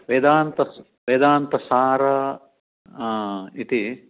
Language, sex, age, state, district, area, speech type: Sanskrit, male, 60+, Karnataka, Dakshina Kannada, rural, conversation